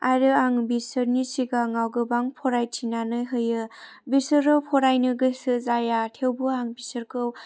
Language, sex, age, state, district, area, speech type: Bodo, female, 18-30, Assam, Chirang, rural, spontaneous